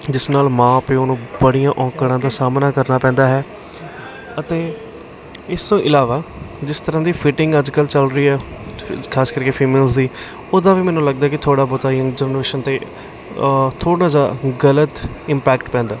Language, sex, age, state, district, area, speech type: Punjabi, male, 18-30, Punjab, Patiala, urban, spontaneous